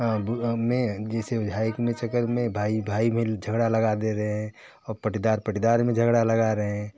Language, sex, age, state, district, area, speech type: Hindi, male, 45-60, Uttar Pradesh, Varanasi, urban, spontaneous